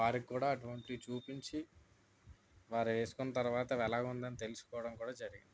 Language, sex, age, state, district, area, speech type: Telugu, male, 60+, Andhra Pradesh, East Godavari, urban, spontaneous